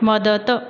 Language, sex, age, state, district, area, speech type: Marathi, female, 30-45, Maharashtra, Nagpur, urban, read